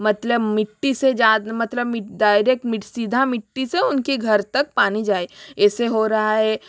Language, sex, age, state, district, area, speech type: Hindi, female, 30-45, Rajasthan, Jodhpur, rural, spontaneous